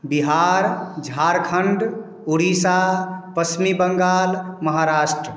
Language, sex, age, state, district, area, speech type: Hindi, male, 45-60, Bihar, Samastipur, urban, spontaneous